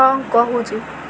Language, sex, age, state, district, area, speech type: Odia, female, 18-30, Odisha, Sundergarh, urban, read